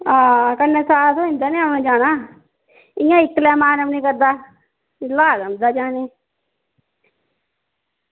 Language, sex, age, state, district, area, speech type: Dogri, female, 30-45, Jammu and Kashmir, Udhampur, rural, conversation